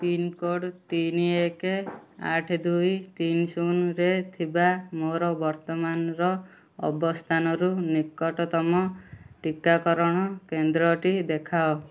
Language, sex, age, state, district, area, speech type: Odia, male, 18-30, Odisha, Kendujhar, urban, read